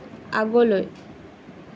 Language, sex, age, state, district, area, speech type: Assamese, female, 18-30, Assam, Nalbari, rural, read